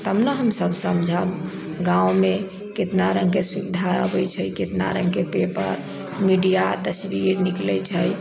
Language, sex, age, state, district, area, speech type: Maithili, female, 60+, Bihar, Sitamarhi, rural, spontaneous